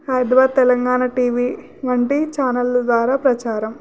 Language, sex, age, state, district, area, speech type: Telugu, female, 18-30, Telangana, Nagarkurnool, urban, spontaneous